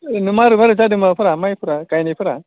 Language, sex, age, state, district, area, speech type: Bodo, male, 45-60, Assam, Udalguri, urban, conversation